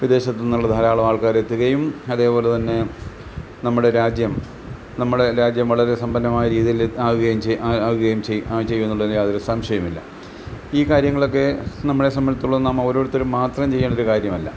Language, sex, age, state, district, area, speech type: Malayalam, male, 60+, Kerala, Alappuzha, rural, spontaneous